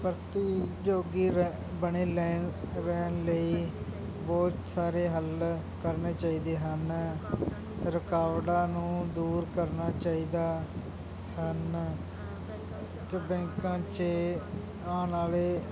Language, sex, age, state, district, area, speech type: Punjabi, male, 18-30, Punjab, Muktsar, urban, spontaneous